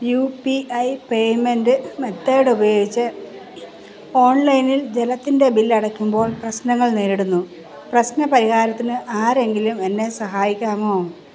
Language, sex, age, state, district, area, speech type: Malayalam, female, 45-60, Kerala, Pathanamthitta, rural, read